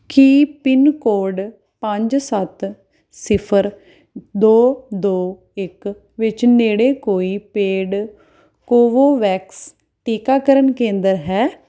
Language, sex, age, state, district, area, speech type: Punjabi, female, 30-45, Punjab, Tarn Taran, urban, read